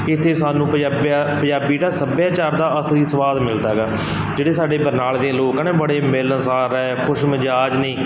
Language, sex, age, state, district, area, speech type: Punjabi, male, 45-60, Punjab, Barnala, rural, spontaneous